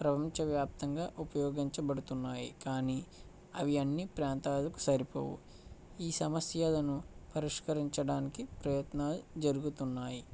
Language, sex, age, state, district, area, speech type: Telugu, male, 18-30, Andhra Pradesh, West Godavari, rural, spontaneous